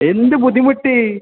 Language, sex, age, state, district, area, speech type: Malayalam, male, 18-30, Kerala, Kozhikode, urban, conversation